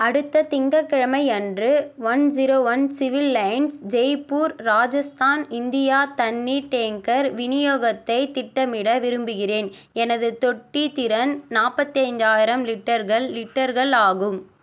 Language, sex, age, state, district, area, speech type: Tamil, female, 18-30, Tamil Nadu, Vellore, urban, read